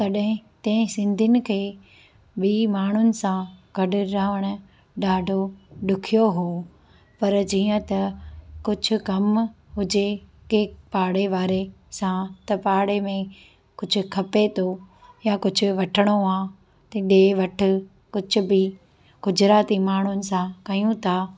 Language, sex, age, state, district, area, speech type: Sindhi, female, 30-45, Gujarat, Junagadh, urban, spontaneous